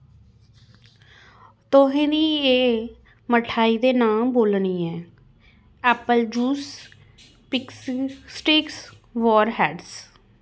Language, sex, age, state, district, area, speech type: Dogri, female, 30-45, Jammu and Kashmir, Jammu, urban, spontaneous